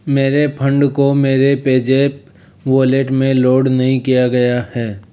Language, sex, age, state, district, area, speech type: Hindi, male, 30-45, Rajasthan, Jaipur, urban, read